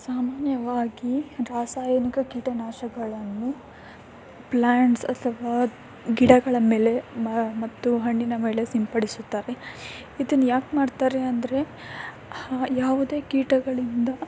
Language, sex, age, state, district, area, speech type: Kannada, female, 18-30, Karnataka, Tumkur, rural, spontaneous